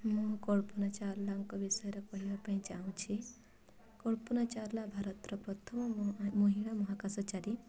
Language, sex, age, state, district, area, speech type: Odia, female, 18-30, Odisha, Mayurbhanj, rural, spontaneous